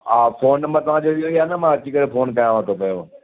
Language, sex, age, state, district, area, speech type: Sindhi, male, 45-60, Delhi, South Delhi, urban, conversation